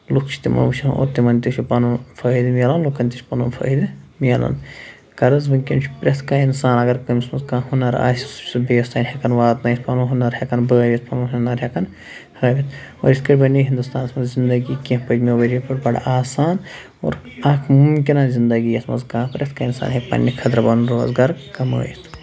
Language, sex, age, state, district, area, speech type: Kashmiri, male, 30-45, Jammu and Kashmir, Shopian, rural, spontaneous